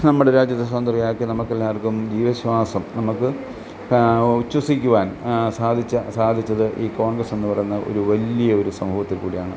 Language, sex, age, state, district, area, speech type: Malayalam, male, 60+, Kerala, Alappuzha, rural, spontaneous